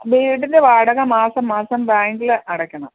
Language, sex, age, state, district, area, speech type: Malayalam, female, 45-60, Kerala, Pathanamthitta, rural, conversation